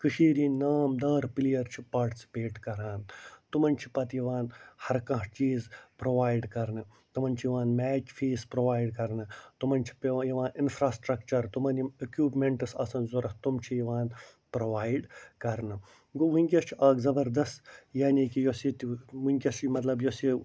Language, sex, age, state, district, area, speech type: Kashmiri, male, 60+, Jammu and Kashmir, Ganderbal, rural, spontaneous